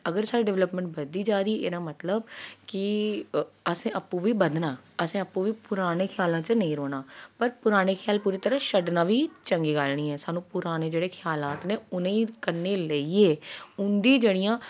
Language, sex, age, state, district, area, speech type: Dogri, female, 30-45, Jammu and Kashmir, Jammu, urban, spontaneous